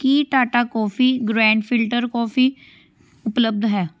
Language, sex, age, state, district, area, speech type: Punjabi, female, 18-30, Punjab, Amritsar, urban, read